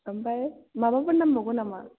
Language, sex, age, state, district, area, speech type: Bodo, female, 18-30, Assam, Kokrajhar, rural, conversation